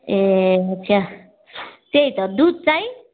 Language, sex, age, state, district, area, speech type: Nepali, female, 45-60, West Bengal, Jalpaiguri, rural, conversation